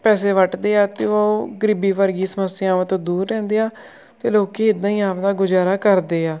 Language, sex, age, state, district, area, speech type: Punjabi, male, 18-30, Punjab, Tarn Taran, rural, spontaneous